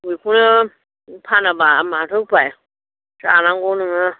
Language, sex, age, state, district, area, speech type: Bodo, female, 45-60, Assam, Kokrajhar, rural, conversation